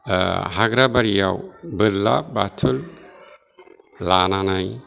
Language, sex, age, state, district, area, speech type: Bodo, male, 60+, Assam, Kokrajhar, rural, spontaneous